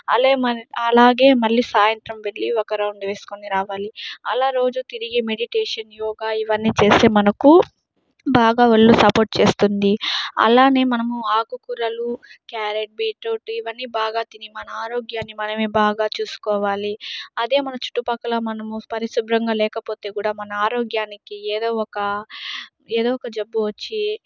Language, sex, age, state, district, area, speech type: Telugu, female, 18-30, Andhra Pradesh, Chittoor, urban, spontaneous